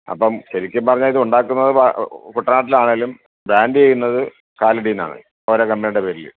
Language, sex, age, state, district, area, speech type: Malayalam, male, 60+, Kerala, Alappuzha, rural, conversation